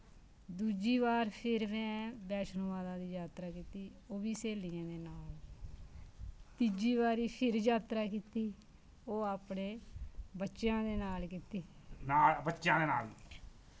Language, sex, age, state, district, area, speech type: Dogri, female, 45-60, Jammu and Kashmir, Kathua, rural, spontaneous